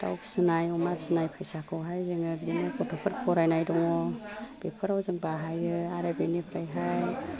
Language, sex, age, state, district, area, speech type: Bodo, female, 45-60, Assam, Chirang, rural, spontaneous